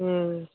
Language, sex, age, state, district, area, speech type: Urdu, female, 30-45, Bihar, Madhubani, rural, conversation